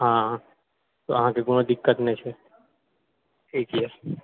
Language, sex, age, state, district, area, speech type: Maithili, male, 60+, Bihar, Purnia, urban, conversation